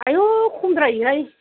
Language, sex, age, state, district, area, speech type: Bodo, female, 45-60, Assam, Kokrajhar, urban, conversation